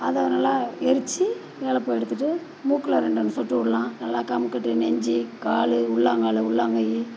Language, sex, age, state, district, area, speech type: Tamil, female, 60+, Tamil Nadu, Perambalur, rural, spontaneous